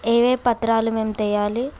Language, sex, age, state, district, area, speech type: Telugu, female, 18-30, Telangana, Bhadradri Kothagudem, rural, spontaneous